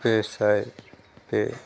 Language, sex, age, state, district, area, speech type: Santali, male, 45-60, Jharkhand, East Singhbhum, rural, spontaneous